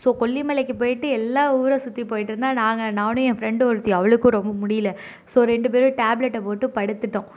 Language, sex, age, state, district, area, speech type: Tamil, female, 18-30, Tamil Nadu, Tiruvarur, urban, spontaneous